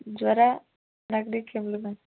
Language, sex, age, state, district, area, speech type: Kannada, female, 18-30, Karnataka, Chamarajanagar, rural, conversation